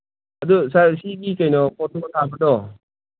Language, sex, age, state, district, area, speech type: Manipuri, male, 45-60, Manipur, Imphal East, rural, conversation